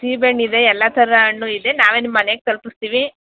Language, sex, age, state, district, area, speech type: Kannada, female, 30-45, Karnataka, Mandya, rural, conversation